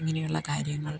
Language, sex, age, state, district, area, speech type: Malayalam, female, 45-60, Kerala, Kottayam, rural, spontaneous